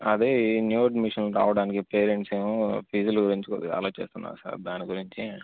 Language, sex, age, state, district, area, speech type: Telugu, male, 18-30, Andhra Pradesh, Guntur, urban, conversation